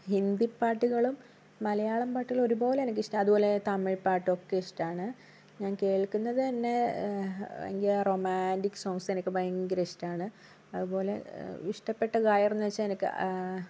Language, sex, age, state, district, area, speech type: Malayalam, female, 30-45, Kerala, Wayanad, rural, spontaneous